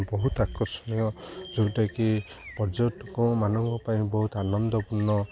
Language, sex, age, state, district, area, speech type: Odia, male, 18-30, Odisha, Jagatsinghpur, urban, spontaneous